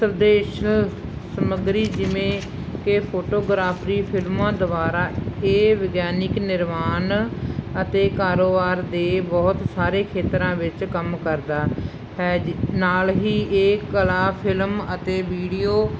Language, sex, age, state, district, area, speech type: Punjabi, female, 30-45, Punjab, Mansa, rural, spontaneous